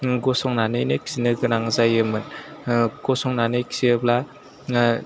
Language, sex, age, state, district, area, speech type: Bodo, male, 18-30, Assam, Chirang, rural, spontaneous